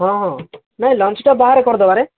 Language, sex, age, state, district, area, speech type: Odia, male, 18-30, Odisha, Bhadrak, rural, conversation